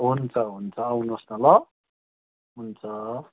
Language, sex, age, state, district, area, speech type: Nepali, male, 60+, West Bengal, Kalimpong, rural, conversation